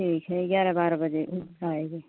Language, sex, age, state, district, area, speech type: Hindi, female, 60+, Uttar Pradesh, Pratapgarh, rural, conversation